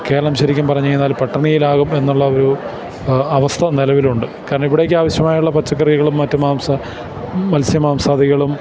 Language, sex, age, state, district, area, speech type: Malayalam, male, 45-60, Kerala, Kottayam, urban, spontaneous